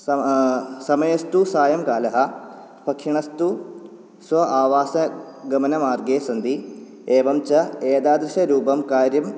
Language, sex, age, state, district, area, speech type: Sanskrit, male, 18-30, Kerala, Kottayam, urban, spontaneous